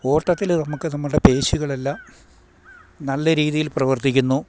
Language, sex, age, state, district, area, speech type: Malayalam, male, 60+, Kerala, Idukki, rural, spontaneous